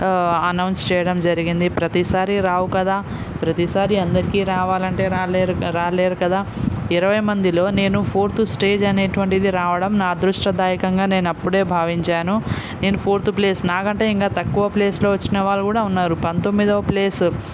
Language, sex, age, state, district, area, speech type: Telugu, female, 18-30, Andhra Pradesh, Nandyal, rural, spontaneous